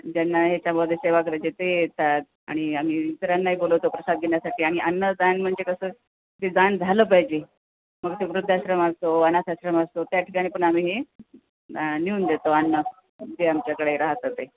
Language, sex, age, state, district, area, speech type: Marathi, female, 45-60, Maharashtra, Nanded, rural, conversation